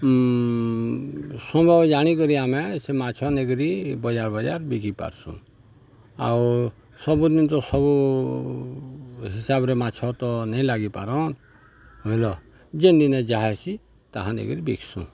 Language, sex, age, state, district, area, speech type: Odia, male, 60+, Odisha, Balangir, urban, spontaneous